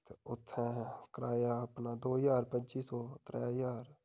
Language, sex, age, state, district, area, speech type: Dogri, male, 30-45, Jammu and Kashmir, Udhampur, rural, spontaneous